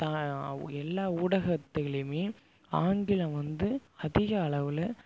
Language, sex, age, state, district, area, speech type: Tamil, male, 18-30, Tamil Nadu, Tiruvarur, rural, spontaneous